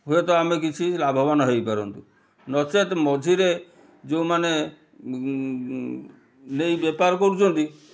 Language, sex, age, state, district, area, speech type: Odia, male, 45-60, Odisha, Kendrapara, urban, spontaneous